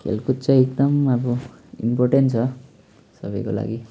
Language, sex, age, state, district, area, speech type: Nepali, male, 18-30, West Bengal, Jalpaiguri, rural, spontaneous